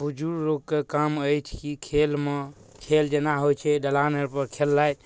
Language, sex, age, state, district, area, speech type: Maithili, male, 30-45, Bihar, Darbhanga, rural, spontaneous